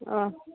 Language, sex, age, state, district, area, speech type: Odia, female, 45-60, Odisha, Rayagada, rural, conversation